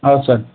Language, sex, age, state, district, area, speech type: Kannada, male, 30-45, Karnataka, Bidar, urban, conversation